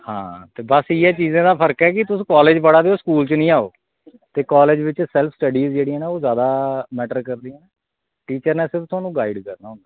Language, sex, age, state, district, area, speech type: Dogri, male, 45-60, Jammu and Kashmir, Kathua, urban, conversation